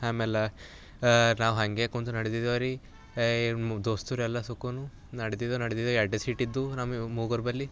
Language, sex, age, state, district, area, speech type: Kannada, male, 18-30, Karnataka, Bidar, urban, spontaneous